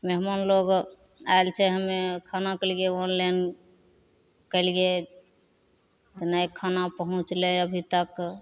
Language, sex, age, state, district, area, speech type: Maithili, female, 45-60, Bihar, Begusarai, rural, spontaneous